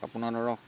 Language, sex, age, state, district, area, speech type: Assamese, male, 30-45, Assam, Barpeta, rural, spontaneous